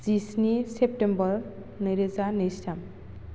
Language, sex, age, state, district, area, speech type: Bodo, female, 18-30, Assam, Baksa, rural, spontaneous